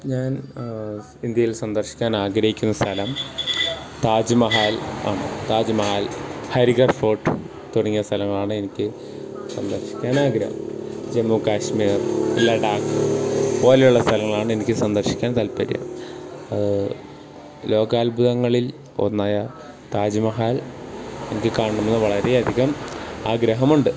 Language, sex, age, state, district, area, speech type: Malayalam, male, 18-30, Kerala, Wayanad, rural, spontaneous